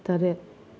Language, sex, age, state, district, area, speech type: Manipuri, female, 30-45, Manipur, Bishnupur, rural, read